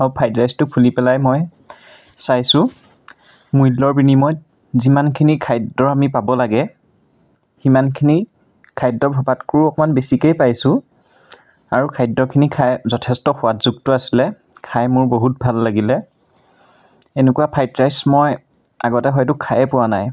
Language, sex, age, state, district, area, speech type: Assamese, male, 30-45, Assam, Majuli, urban, spontaneous